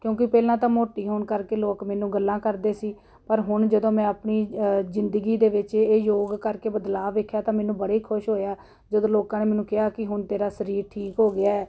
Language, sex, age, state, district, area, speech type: Punjabi, female, 45-60, Punjab, Ludhiana, urban, spontaneous